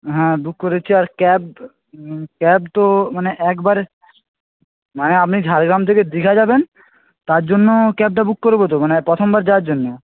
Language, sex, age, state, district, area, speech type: Bengali, male, 18-30, West Bengal, Jhargram, rural, conversation